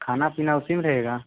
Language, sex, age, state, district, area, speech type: Hindi, male, 18-30, Uttar Pradesh, Mirzapur, rural, conversation